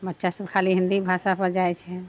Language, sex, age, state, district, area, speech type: Maithili, female, 30-45, Bihar, Muzaffarpur, rural, spontaneous